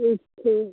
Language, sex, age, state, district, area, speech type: Hindi, female, 30-45, Uttar Pradesh, Mau, rural, conversation